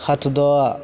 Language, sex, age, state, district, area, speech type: Maithili, male, 30-45, Bihar, Begusarai, rural, spontaneous